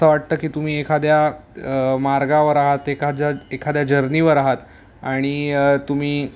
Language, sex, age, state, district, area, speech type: Marathi, male, 18-30, Maharashtra, Mumbai Suburban, urban, spontaneous